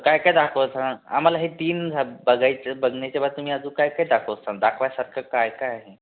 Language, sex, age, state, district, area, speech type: Marathi, other, 18-30, Maharashtra, Buldhana, urban, conversation